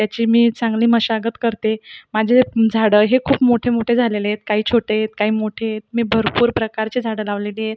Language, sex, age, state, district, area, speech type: Marathi, female, 30-45, Maharashtra, Buldhana, urban, spontaneous